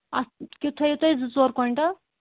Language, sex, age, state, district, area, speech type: Kashmiri, female, 30-45, Jammu and Kashmir, Anantnag, rural, conversation